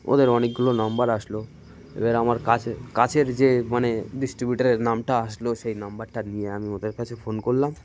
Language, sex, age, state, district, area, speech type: Bengali, male, 30-45, West Bengal, Cooch Behar, urban, spontaneous